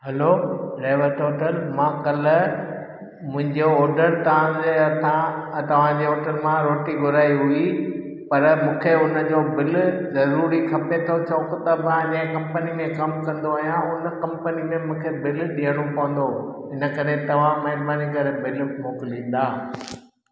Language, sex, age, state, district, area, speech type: Sindhi, male, 60+, Gujarat, Junagadh, rural, spontaneous